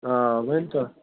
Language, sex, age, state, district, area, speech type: Kashmiri, male, 30-45, Jammu and Kashmir, Budgam, rural, conversation